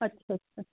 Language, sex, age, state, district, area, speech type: Punjabi, female, 60+, Punjab, Fazilka, rural, conversation